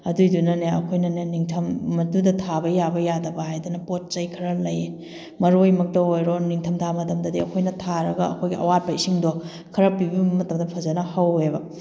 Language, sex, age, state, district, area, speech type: Manipuri, female, 30-45, Manipur, Kakching, rural, spontaneous